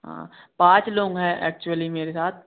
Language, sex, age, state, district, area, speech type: Hindi, male, 18-30, Madhya Pradesh, Bhopal, urban, conversation